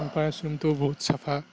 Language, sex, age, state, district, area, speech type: Assamese, male, 45-60, Assam, Darrang, rural, spontaneous